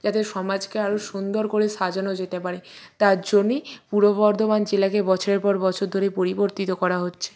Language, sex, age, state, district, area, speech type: Bengali, female, 45-60, West Bengal, Purba Bardhaman, urban, spontaneous